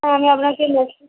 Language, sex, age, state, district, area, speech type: Bengali, female, 18-30, West Bengal, Hooghly, urban, conversation